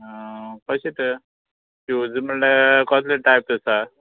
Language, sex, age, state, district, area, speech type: Goan Konkani, male, 30-45, Goa, Murmgao, rural, conversation